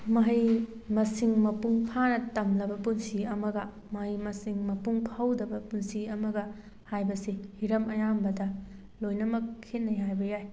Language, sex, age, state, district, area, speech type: Manipuri, female, 18-30, Manipur, Thoubal, rural, spontaneous